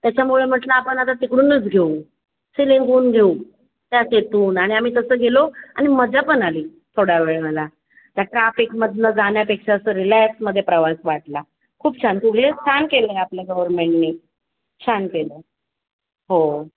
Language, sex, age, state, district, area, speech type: Marathi, female, 45-60, Maharashtra, Mumbai Suburban, urban, conversation